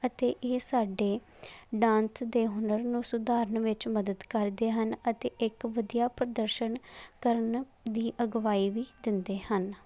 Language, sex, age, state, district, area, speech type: Punjabi, female, 18-30, Punjab, Faridkot, rural, spontaneous